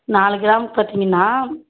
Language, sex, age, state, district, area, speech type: Tamil, female, 30-45, Tamil Nadu, Tirupattur, rural, conversation